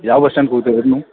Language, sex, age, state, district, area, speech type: Kannada, male, 30-45, Karnataka, Belgaum, rural, conversation